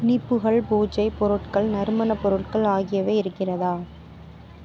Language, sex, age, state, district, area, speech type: Tamil, female, 30-45, Tamil Nadu, Mayiladuthurai, urban, read